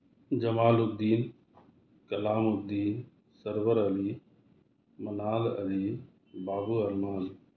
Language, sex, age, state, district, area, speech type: Urdu, male, 30-45, Delhi, South Delhi, urban, spontaneous